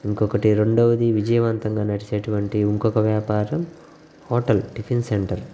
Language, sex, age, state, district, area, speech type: Telugu, male, 30-45, Andhra Pradesh, Guntur, rural, spontaneous